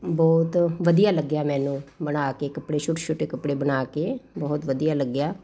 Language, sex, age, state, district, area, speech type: Punjabi, female, 45-60, Punjab, Ludhiana, urban, spontaneous